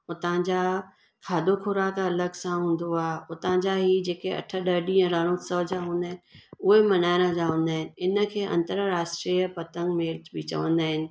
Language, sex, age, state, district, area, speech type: Sindhi, female, 60+, Gujarat, Surat, urban, spontaneous